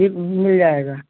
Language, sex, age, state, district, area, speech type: Hindi, male, 18-30, Uttar Pradesh, Jaunpur, urban, conversation